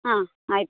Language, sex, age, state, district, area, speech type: Kannada, female, 18-30, Karnataka, Bagalkot, rural, conversation